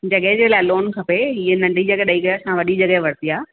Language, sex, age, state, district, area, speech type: Sindhi, female, 45-60, Maharashtra, Thane, urban, conversation